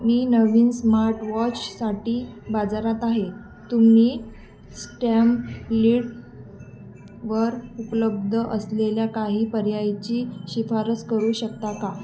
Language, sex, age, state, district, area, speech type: Marathi, female, 18-30, Maharashtra, Thane, urban, read